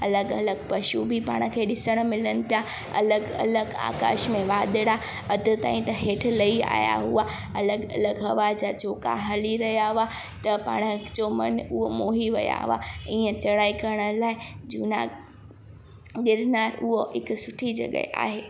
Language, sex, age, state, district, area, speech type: Sindhi, female, 18-30, Gujarat, Junagadh, rural, spontaneous